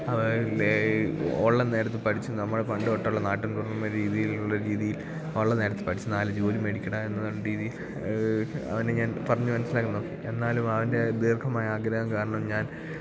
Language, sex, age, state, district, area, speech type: Malayalam, male, 18-30, Kerala, Idukki, rural, spontaneous